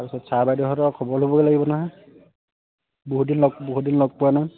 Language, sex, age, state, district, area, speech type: Assamese, male, 18-30, Assam, Lakhimpur, urban, conversation